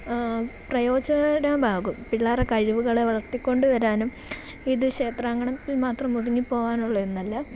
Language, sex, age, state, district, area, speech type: Malayalam, female, 18-30, Kerala, Kollam, rural, spontaneous